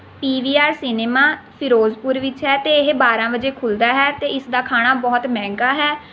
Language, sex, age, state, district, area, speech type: Punjabi, female, 18-30, Punjab, Rupnagar, rural, spontaneous